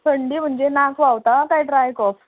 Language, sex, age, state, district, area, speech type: Goan Konkani, female, 30-45, Goa, Ponda, rural, conversation